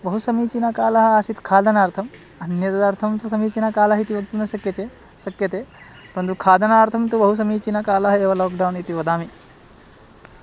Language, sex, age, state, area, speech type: Sanskrit, male, 18-30, Bihar, rural, spontaneous